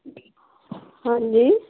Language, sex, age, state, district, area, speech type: Punjabi, female, 30-45, Punjab, Moga, rural, conversation